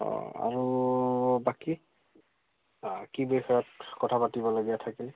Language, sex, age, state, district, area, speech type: Assamese, male, 30-45, Assam, Goalpara, urban, conversation